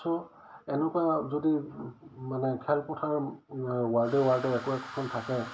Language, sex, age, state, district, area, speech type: Assamese, male, 45-60, Assam, Udalguri, rural, spontaneous